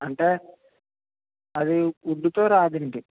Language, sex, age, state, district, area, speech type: Telugu, male, 60+, Andhra Pradesh, East Godavari, rural, conversation